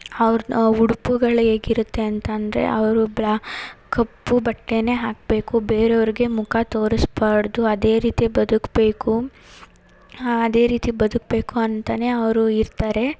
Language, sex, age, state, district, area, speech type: Kannada, female, 30-45, Karnataka, Hassan, urban, spontaneous